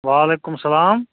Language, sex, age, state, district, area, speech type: Kashmiri, male, 30-45, Jammu and Kashmir, Anantnag, rural, conversation